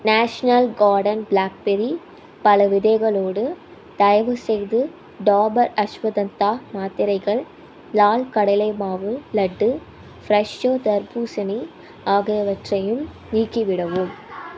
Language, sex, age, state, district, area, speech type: Tamil, female, 18-30, Tamil Nadu, Ariyalur, rural, read